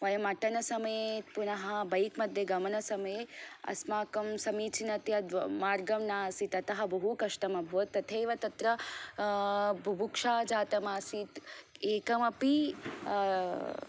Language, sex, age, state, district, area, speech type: Sanskrit, female, 18-30, Karnataka, Belgaum, urban, spontaneous